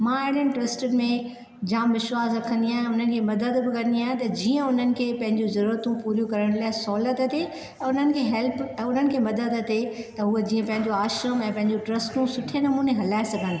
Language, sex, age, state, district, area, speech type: Sindhi, female, 60+, Maharashtra, Thane, urban, spontaneous